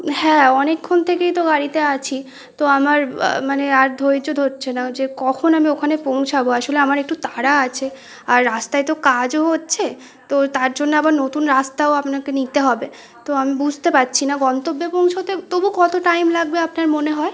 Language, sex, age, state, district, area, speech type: Bengali, female, 18-30, West Bengal, North 24 Parganas, urban, spontaneous